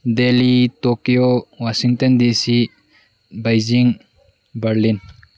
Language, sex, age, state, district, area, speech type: Manipuri, male, 18-30, Manipur, Tengnoupal, rural, spontaneous